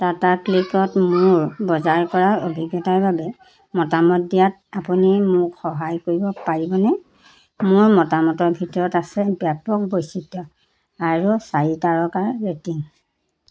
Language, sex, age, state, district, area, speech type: Assamese, female, 60+, Assam, Golaghat, rural, read